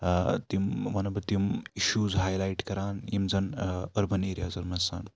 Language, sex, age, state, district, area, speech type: Kashmiri, male, 30-45, Jammu and Kashmir, Srinagar, urban, spontaneous